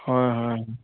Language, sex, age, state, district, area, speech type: Assamese, male, 30-45, Assam, Charaideo, rural, conversation